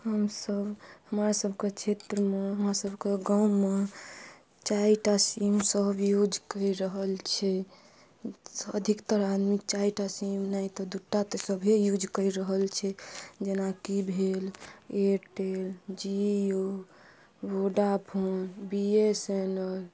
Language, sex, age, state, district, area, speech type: Maithili, female, 30-45, Bihar, Madhubani, rural, spontaneous